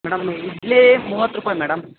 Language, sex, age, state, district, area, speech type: Kannada, male, 18-30, Karnataka, Chitradurga, rural, conversation